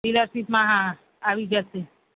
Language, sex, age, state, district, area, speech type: Gujarati, female, 30-45, Gujarat, Aravalli, urban, conversation